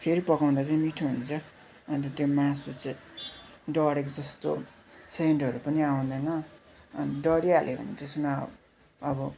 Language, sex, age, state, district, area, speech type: Nepali, male, 18-30, West Bengal, Darjeeling, rural, spontaneous